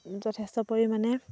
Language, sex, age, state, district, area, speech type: Assamese, female, 18-30, Assam, Dhemaji, rural, spontaneous